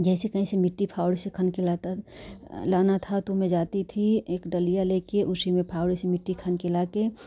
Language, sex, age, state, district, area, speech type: Hindi, female, 45-60, Uttar Pradesh, Jaunpur, urban, spontaneous